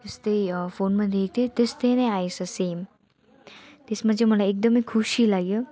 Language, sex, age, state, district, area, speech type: Nepali, female, 30-45, West Bengal, Darjeeling, rural, spontaneous